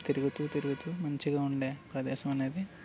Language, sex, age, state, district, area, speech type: Telugu, male, 30-45, Andhra Pradesh, Alluri Sitarama Raju, rural, spontaneous